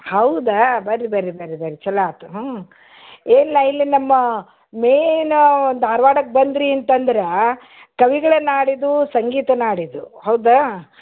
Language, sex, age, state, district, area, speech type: Kannada, female, 60+, Karnataka, Dharwad, rural, conversation